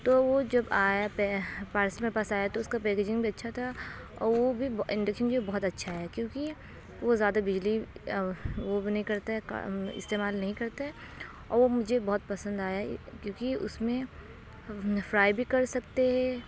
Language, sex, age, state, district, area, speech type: Urdu, female, 18-30, Uttar Pradesh, Aligarh, urban, spontaneous